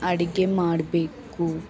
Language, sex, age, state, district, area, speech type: Kannada, female, 18-30, Karnataka, Bangalore Urban, urban, spontaneous